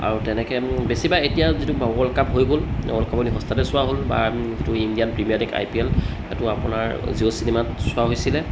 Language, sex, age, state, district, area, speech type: Assamese, male, 30-45, Assam, Jorhat, urban, spontaneous